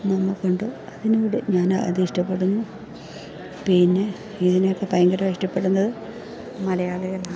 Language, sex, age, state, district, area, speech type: Malayalam, female, 45-60, Kerala, Idukki, rural, spontaneous